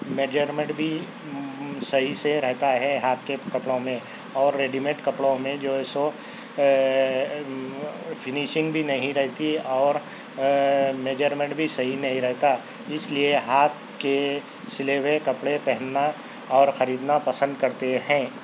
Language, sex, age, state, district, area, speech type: Urdu, male, 30-45, Telangana, Hyderabad, urban, spontaneous